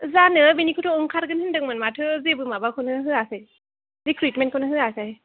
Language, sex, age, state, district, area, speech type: Bodo, female, 30-45, Assam, Chirang, urban, conversation